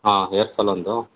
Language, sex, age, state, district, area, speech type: Kannada, male, 18-30, Karnataka, Shimoga, urban, conversation